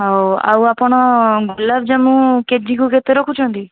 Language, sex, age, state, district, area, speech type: Odia, female, 18-30, Odisha, Jajpur, rural, conversation